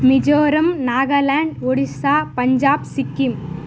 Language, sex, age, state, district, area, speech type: Telugu, female, 18-30, Andhra Pradesh, Sri Balaji, urban, spontaneous